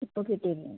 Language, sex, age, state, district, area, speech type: Malayalam, female, 18-30, Kerala, Kannur, urban, conversation